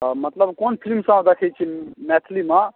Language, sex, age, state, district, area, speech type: Maithili, male, 18-30, Bihar, Darbhanga, rural, conversation